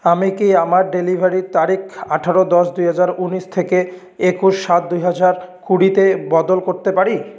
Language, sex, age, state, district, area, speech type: Bengali, male, 18-30, West Bengal, Jalpaiguri, urban, read